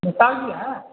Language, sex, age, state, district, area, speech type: Urdu, male, 60+, Bihar, Supaul, rural, conversation